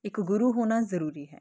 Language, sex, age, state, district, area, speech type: Punjabi, female, 30-45, Punjab, Kapurthala, urban, spontaneous